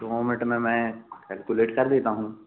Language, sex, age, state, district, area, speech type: Hindi, male, 18-30, Madhya Pradesh, Jabalpur, urban, conversation